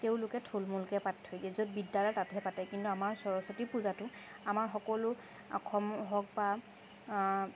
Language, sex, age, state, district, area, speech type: Assamese, female, 30-45, Assam, Charaideo, urban, spontaneous